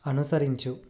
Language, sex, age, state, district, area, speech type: Telugu, male, 18-30, Andhra Pradesh, Krishna, urban, read